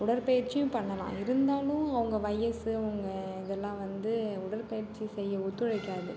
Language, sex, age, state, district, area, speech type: Tamil, female, 18-30, Tamil Nadu, Ariyalur, rural, spontaneous